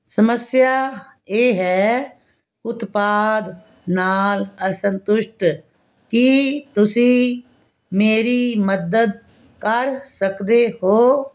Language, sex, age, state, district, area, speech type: Punjabi, female, 60+, Punjab, Fazilka, rural, read